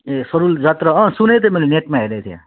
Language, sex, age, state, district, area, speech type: Nepali, male, 30-45, West Bengal, Alipurduar, urban, conversation